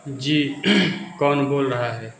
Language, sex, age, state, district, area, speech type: Hindi, male, 30-45, Uttar Pradesh, Mau, urban, read